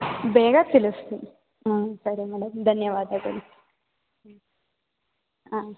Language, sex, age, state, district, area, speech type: Kannada, female, 18-30, Karnataka, Chikkaballapur, rural, conversation